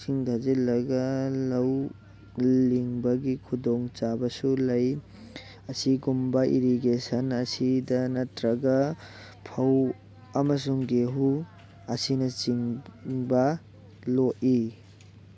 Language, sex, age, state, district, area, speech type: Manipuri, male, 18-30, Manipur, Thoubal, rural, spontaneous